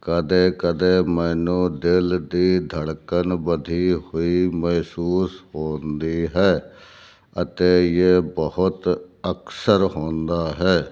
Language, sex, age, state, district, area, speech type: Punjabi, male, 60+, Punjab, Fazilka, rural, read